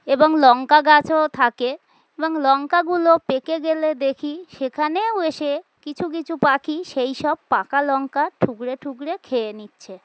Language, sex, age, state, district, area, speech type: Bengali, female, 30-45, West Bengal, Dakshin Dinajpur, urban, spontaneous